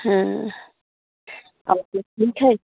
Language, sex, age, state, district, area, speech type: Hindi, female, 30-45, Uttar Pradesh, Jaunpur, rural, conversation